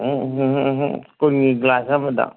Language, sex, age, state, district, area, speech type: Manipuri, male, 60+, Manipur, Kangpokpi, urban, conversation